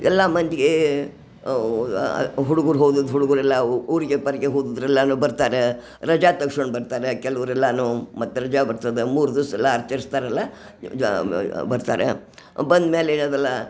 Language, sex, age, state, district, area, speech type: Kannada, female, 60+, Karnataka, Gadag, rural, spontaneous